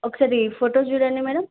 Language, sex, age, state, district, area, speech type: Telugu, female, 18-30, Telangana, Siddipet, urban, conversation